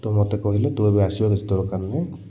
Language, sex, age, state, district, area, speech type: Odia, male, 30-45, Odisha, Koraput, urban, spontaneous